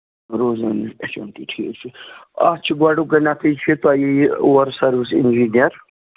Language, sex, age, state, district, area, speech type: Kashmiri, male, 30-45, Jammu and Kashmir, Srinagar, urban, conversation